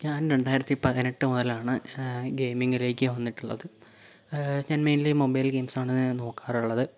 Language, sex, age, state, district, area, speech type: Malayalam, male, 18-30, Kerala, Kozhikode, urban, spontaneous